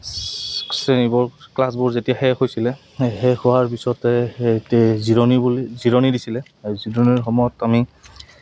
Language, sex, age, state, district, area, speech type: Assamese, male, 30-45, Assam, Goalpara, rural, spontaneous